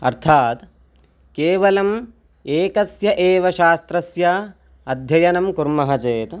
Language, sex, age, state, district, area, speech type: Sanskrit, male, 18-30, Karnataka, Chitradurga, rural, spontaneous